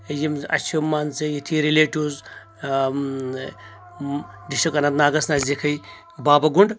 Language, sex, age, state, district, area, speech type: Kashmiri, male, 45-60, Jammu and Kashmir, Anantnag, rural, spontaneous